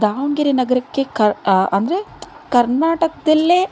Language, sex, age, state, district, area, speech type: Kannada, female, 30-45, Karnataka, Davanagere, rural, spontaneous